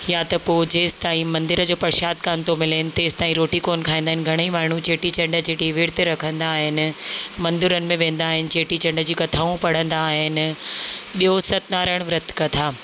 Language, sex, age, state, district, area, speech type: Sindhi, female, 30-45, Rajasthan, Ajmer, urban, spontaneous